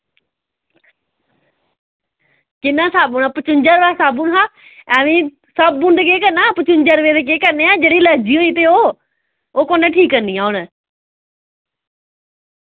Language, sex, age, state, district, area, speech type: Dogri, female, 18-30, Jammu and Kashmir, Reasi, rural, conversation